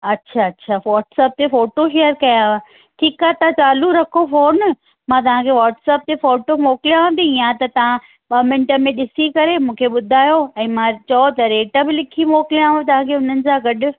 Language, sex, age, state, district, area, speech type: Sindhi, female, 45-60, Rajasthan, Ajmer, urban, conversation